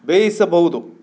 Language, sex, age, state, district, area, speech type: Kannada, male, 45-60, Karnataka, Shimoga, rural, spontaneous